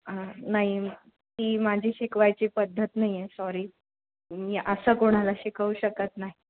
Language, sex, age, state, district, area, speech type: Marathi, female, 18-30, Maharashtra, Nashik, urban, conversation